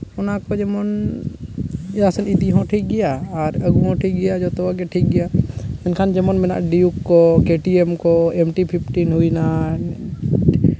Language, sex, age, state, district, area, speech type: Santali, male, 30-45, Jharkhand, East Singhbhum, rural, spontaneous